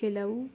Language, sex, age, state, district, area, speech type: Kannada, female, 60+, Karnataka, Chikkaballapur, rural, spontaneous